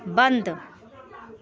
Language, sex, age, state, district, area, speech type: Hindi, female, 30-45, Bihar, Muzaffarpur, urban, read